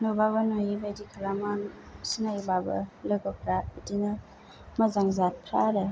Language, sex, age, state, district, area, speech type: Bodo, female, 30-45, Assam, Chirang, rural, spontaneous